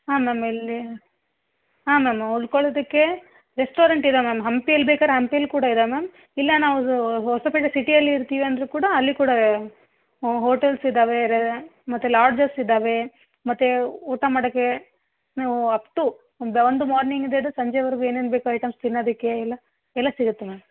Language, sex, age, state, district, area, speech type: Kannada, female, 18-30, Karnataka, Vijayanagara, rural, conversation